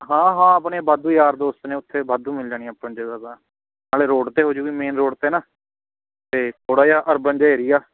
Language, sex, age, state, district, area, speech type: Punjabi, male, 18-30, Punjab, Patiala, urban, conversation